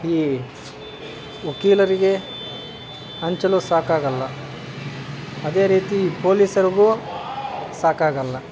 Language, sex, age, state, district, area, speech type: Kannada, male, 60+, Karnataka, Kodagu, rural, spontaneous